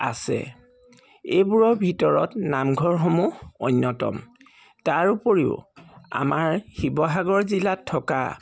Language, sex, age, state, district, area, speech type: Assamese, male, 45-60, Assam, Charaideo, urban, spontaneous